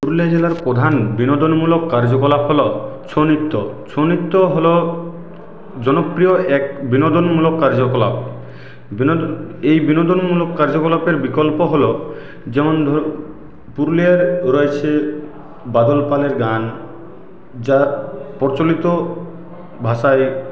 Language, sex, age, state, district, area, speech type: Bengali, male, 45-60, West Bengal, Purulia, urban, spontaneous